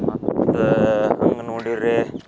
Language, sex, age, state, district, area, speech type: Kannada, male, 18-30, Karnataka, Dharwad, urban, spontaneous